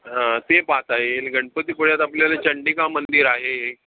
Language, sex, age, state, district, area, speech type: Marathi, male, 45-60, Maharashtra, Ratnagiri, urban, conversation